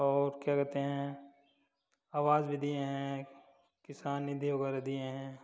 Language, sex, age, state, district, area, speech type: Hindi, male, 30-45, Uttar Pradesh, Prayagraj, urban, spontaneous